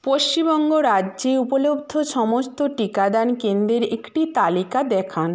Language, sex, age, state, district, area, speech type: Bengali, female, 45-60, West Bengal, Nadia, rural, read